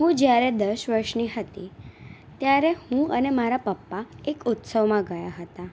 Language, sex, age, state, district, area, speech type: Gujarati, female, 18-30, Gujarat, Anand, urban, spontaneous